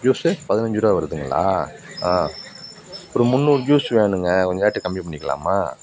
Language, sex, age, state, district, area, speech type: Tamil, male, 45-60, Tamil Nadu, Nagapattinam, rural, spontaneous